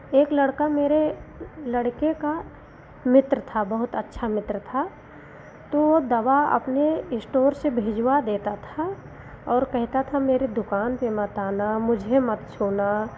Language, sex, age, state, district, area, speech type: Hindi, female, 60+, Uttar Pradesh, Lucknow, rural, spontaneous